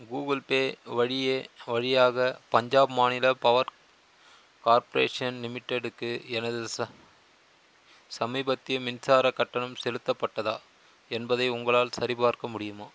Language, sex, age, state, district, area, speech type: Tamil, male, 30-45, Tamil Nadu, Chengalpattu, rural, read